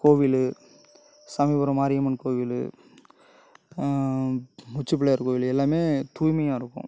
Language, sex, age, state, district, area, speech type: Tamil, male, 30-45, Tamil Nadu, Tiruchirappalli, rural, spontaneous